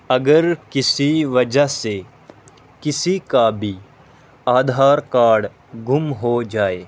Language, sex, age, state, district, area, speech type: Urdu, male, 18-30, Delhi, North East Delhi, rural, spontaneous